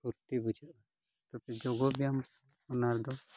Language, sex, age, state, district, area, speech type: Santali, male, 45-60, Odisha, Mayurbhanj, rural, spontaneous